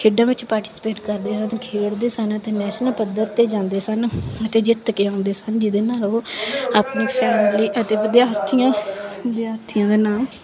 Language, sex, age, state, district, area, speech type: Punjabi, female, 30-45, Punjab, Bathinda, rural, spontaneous